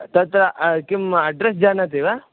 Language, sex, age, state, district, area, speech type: Sanskrit, male, 18-30, Karnataka, Davanagere, rural, conversation